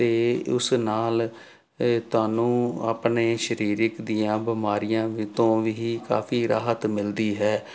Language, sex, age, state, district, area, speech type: Punjabi, male, 45-60, Punjab, Jalandhar, urban, spontaneous